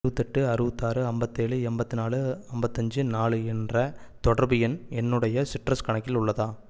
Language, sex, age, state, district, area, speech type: Tamil, male, 30-45, Tamil Nadu, Erode, rural, read